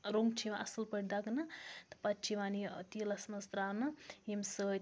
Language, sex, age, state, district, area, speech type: Kashmiri, female, 18-30, Jammu and Kashmir, Baramulla, rural, spontaneous